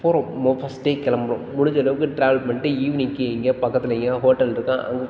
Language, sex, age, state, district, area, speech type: Tamil, male, 18-30, Tamil Nadu, Tiruchirappalli, rural, spontaneous